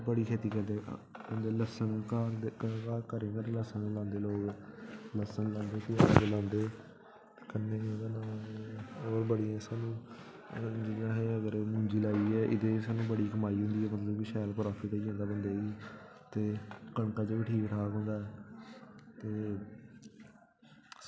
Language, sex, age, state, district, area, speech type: Dogri, male, 18-30, Jammu and Kashmir, Samba, rural, spontaneous